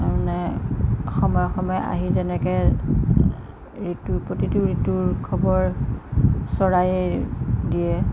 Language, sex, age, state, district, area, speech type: Assamese, female, 45-60, Assam, Jorhat, urban, spontaneous